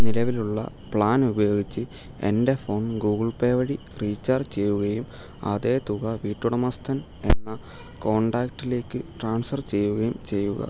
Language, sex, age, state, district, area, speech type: Malayalam, male, 18-30, Kerala, Kottayam, rural, read